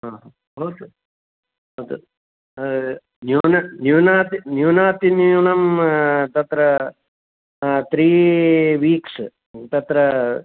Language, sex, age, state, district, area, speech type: Sanskrit, male, 60+, Karnataka, Bangalore Urban, urban, conversation